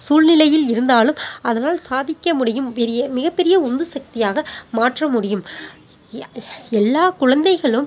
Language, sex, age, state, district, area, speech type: Tamil, female, 30-45, Tamil Nadu, Pudukkottai, rural, spontaneous